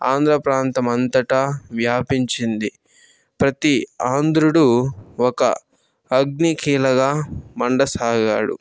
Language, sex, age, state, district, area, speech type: Telugu, male, 18-30, Andhra Pradesh, Chittoor, rural, spontaneous